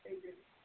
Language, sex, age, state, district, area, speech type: Assamese, female, 60+, Assam, Golaghat, rural, conversation